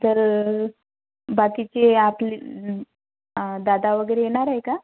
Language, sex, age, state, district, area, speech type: Marathi, female, 18-30, Maharashtra, Wardha, urban, conversation